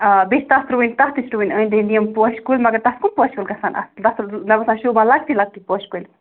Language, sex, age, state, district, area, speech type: Kashmiri, female, 45-60, Jammu and Kashmir, Ganderbal, rural, conversation